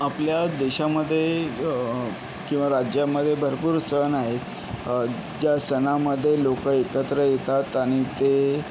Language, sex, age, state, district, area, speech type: Marathi, male, 30-45, Maharashtra, Yavatmal, urban, spontaneous